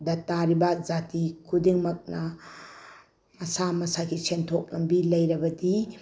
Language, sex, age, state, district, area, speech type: Manipuri, female, 45-60, Manipur, Bishnupur, rural, spontaneous